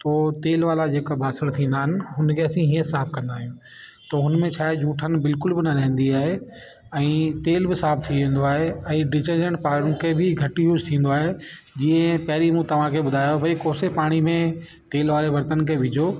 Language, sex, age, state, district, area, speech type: Sindhi, male, 30-45, Delhi, South Delhi, urban, spontaneous